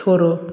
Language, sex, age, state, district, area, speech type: Hindi, male, 18-30, Bihar, Samastipur, rural, read